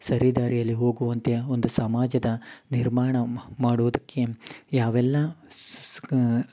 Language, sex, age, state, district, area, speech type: Kannada, male, 30-45, Karnataka, Mysore, urban, spontaneous